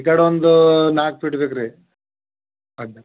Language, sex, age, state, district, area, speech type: Kannada, male, 30-45, Karnataka, Bidar, urban, conversation